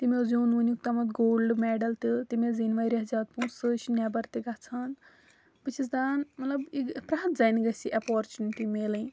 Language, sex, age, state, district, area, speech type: Kashmiri, female, 30-45, Jammu and Kashmir, Baramulla, urban, spontaneous